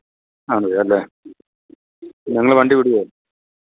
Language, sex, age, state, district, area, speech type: Malayalam, male, 45-60, Kerala, Idukki, rural, conversation